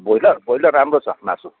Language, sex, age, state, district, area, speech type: Nepali, male, 45-60, West Bengal, Kalimpong, rural, conversation